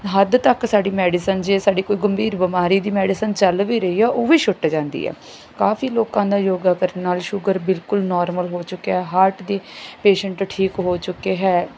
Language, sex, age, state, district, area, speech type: Punjabi, female, 45-60, Punjab, Bathinda, rural, spontaneous